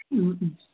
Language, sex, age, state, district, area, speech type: Manipuri, female, 18-30, Manipur, Senapati, urban, conversation